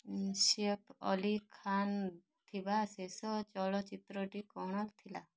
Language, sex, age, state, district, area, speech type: Odia, female, 30-45, Odisha, Kalahandi, rural, read